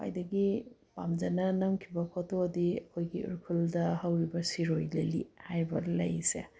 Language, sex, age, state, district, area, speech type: Manipuri, female, 30-45, Manipur, Bishnupur, rural, spontaneous